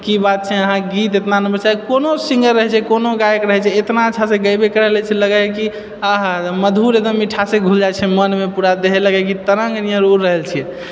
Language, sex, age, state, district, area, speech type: Maithili, male, 30-45, Bihar, Purnia, urban, spontaneous